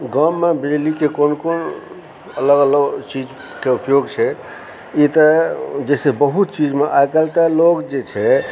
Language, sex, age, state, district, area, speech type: Maithili, male, 45-60, Bihar, Supaul, rural, spontaneous